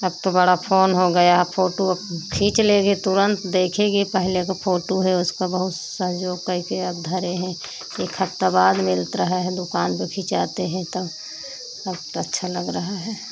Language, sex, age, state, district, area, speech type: Hindi, female, 30-45, Uttar Pradesh, Pratapgarh, rural, spontaneous